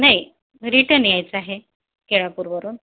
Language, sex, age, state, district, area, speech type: Marathi, female, 30-45, Maharashtra, Yavatmal, urban, conversation